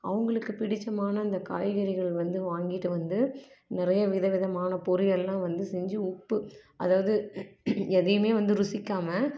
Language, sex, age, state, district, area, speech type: Tamil, female, 30-45, Tamil Nadu, Salem, urban, spontaneous